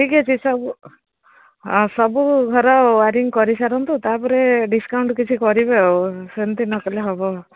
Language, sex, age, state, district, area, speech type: Odia, female, 60+, Odisha, Gajapati, rural, conversation